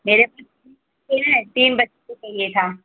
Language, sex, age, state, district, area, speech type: Hindi, female, 18-30, Uttar Pradesh, Pratapgarh, rural, conversation